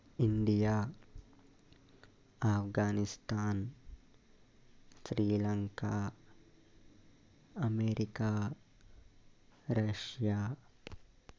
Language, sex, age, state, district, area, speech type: Telugu, male, 45-60, Andhra Pradesh, Eluru, urban, spontaneous